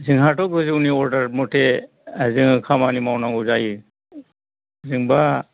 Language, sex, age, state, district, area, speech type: Bodo, male, 60+, Assam, Kokrajhar, rural, conversation